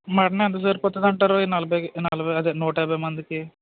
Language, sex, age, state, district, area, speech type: Telugu, male, 30-45, Andhra Pradesh, Kakinada, rural, conversation